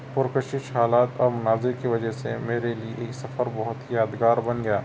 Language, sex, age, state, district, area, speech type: Urdu, male, 30-45, Telangana, Hyderabad, urban, spontaneous